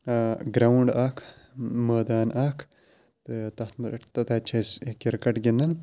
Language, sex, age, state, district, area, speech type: Kashmiri, male, 30-45, Jammu and Kashmir, Shopian, rural, spontaneous